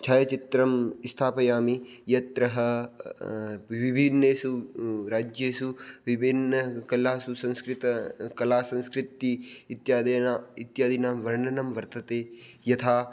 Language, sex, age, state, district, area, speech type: Sanskrit, male, 18-30, Rajasthan, Jodhpur, rural, spontaneous